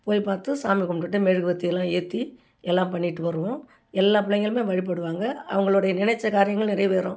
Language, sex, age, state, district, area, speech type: Tamil, female, 60+, Tamil Nadu, Ariyalur, rural, spontaneous